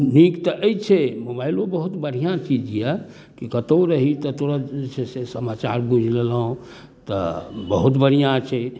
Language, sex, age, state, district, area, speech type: Maithili, male, 60+, Bihar, Darbhanga, rural, spontaneous